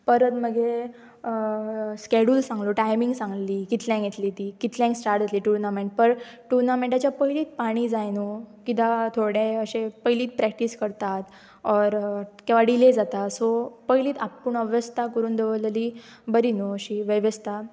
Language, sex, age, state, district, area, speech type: Goan Konkani, female, 18-30, Goa, Pernem, rural, spontaneous